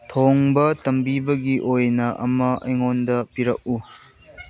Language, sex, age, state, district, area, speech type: Manipuri, male, 18-30, Manipur, Churachandpur, rural, read